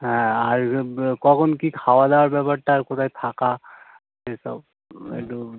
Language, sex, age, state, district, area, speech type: Bengali, male, 30-45, West Bengal, North 24 Parganas, urban, conversation